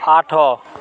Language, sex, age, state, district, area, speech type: Odia, male, 18-30, Odisha, Balangir, urban, read